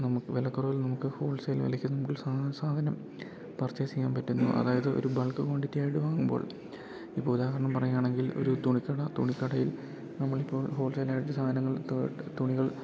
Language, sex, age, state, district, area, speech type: Malayalam, male, 18-30, Kerala, Idukki, rural, spontaneous